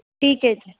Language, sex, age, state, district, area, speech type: Punjabi, female, 30-45, Punjab, Patiala, urban, conversation